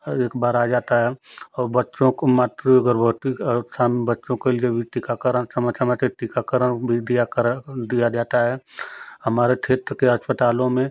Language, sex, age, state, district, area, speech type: Hindi, male, 45-60, Uttar Pradesh, Ghazipur, rural, spontaneous